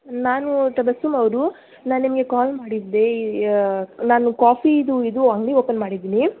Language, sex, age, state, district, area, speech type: Kannada, female, 45-60, Karnataka, Davanagere, urban, conversation